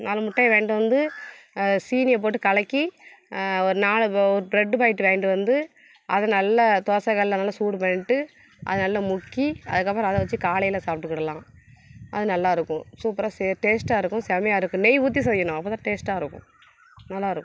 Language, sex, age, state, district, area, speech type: Tamil, female, 30-45, Tamil Nadu, Thoothukudi, urban, spontaneous